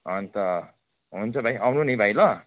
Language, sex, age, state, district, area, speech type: Nepali, male, 30-45, West Bengal, Kalimpong, rural, conversation